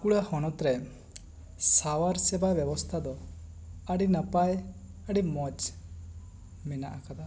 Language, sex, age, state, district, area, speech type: Santali, male, 18-30, West Bengal, Bankura, rural, spontaneous